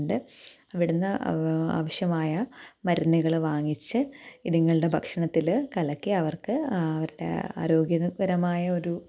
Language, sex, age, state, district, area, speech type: Malayalam, female, 18-30, Kerala, Pathanamthitta, rural, spontaneous